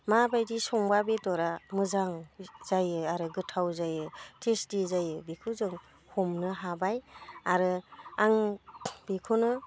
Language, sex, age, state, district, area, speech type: Bodo, female, 45-60, Assam, Udalguri, rural, spontaneous